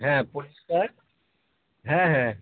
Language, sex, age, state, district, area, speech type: Bengali, male, 60+, West Bengal, North 24 Parganas, urban, conversation